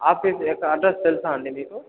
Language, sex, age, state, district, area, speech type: Telugu, male, 18-30, Andhra Pradesh, Chittoor, rural, conversation